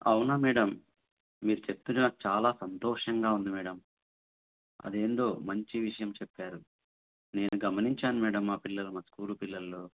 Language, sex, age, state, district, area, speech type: Telugu, male, 45-60, Andhra Pradesh, Sri Satya Sai, urban, conversation